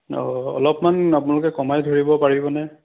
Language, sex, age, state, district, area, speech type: Assamese, male, 30-45, Assam, Sonitpur, rural, conversation